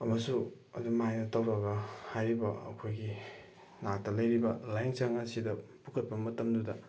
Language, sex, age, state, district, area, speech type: Manipuri, male, 30-45, Manipur, Kakching, rural, spontaneous